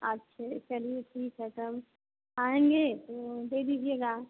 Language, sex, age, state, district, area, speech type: Hindi, female, 60+, Uttar Pradesh, Azamgarh, urban, conversation